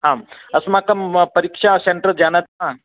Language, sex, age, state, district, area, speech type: Sanskrit, male, 60+, Karnataka, Vijayapura, urban, conversation